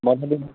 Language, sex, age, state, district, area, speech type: Assamese, male, 45-60, Assam, Morigaon, rural, conversation